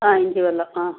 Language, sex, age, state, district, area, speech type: Malayalam, female, 60+, Kerala, Wayanad, rural, conversation